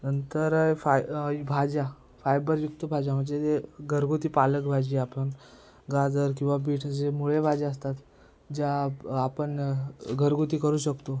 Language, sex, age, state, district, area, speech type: Marathi, male, 18-30, Maharashtra, Ratnagiri, rural, spontaneous